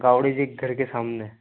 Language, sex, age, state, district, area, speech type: Hindi, male, 18-30, Madhya Pradesh, Ujjain, urban, conversation